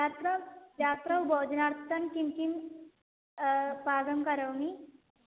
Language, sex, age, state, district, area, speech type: Sanskrit, female, 18-30, Kerala, Malappuram, urban, conversation